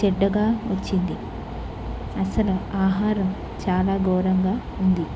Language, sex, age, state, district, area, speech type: Telugu, female, 18-30, Andhra Pradesh, Krishna, urban, spontaneous